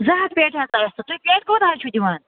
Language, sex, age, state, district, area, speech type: Kashmiri, female, 30-45, Jammu and Kashmir, Budgam, rural, conversation